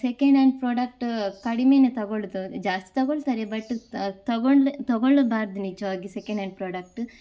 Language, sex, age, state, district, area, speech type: Kannada, female, 18-30, Karnataka, Udupi, urban, spontaneous